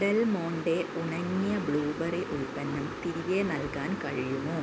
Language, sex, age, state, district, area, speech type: Malayalam, female, 18-30, Kerala, Kannur, rural, read